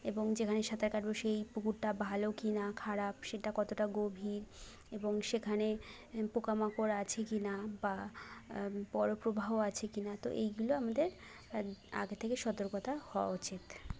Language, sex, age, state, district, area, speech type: Bengali, female, 18-30, West Bengal, Jhargram, rural, spontaneous